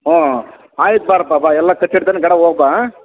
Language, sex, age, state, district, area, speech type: Kannada, male, 30-45, Karnataka, Bellary, rural, conversation